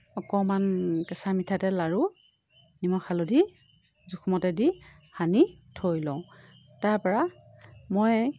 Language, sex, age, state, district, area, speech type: Assamese, female, 30-45, Assam, Lakhimpur, rural, spontaneous